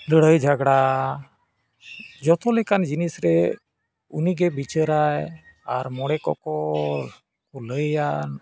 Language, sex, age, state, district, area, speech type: Santali, male, 45-60, Jharkhand, Bokaro, rural, spontaneous